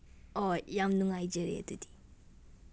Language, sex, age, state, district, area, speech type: Manipuri, other, 45-60, Manipur, Imphal West, urban, spontaneous